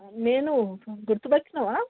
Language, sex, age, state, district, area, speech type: Telugu, female, 60+, Telangana, Hyderabad, urban, conversation